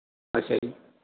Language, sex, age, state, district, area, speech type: Punjabi, male, 60+, Punjab, Mohali, urban, conversation